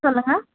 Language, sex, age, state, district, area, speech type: Tamil, female, 30-45, Tamil Nadu, Tiruvallur, urban, conversation